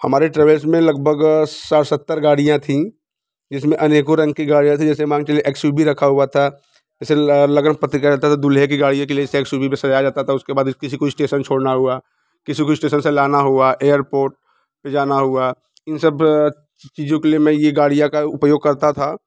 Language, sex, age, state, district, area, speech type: Hindi, male, 45-60, Uttar Pradesh, Bhadohi, urban, spontaneous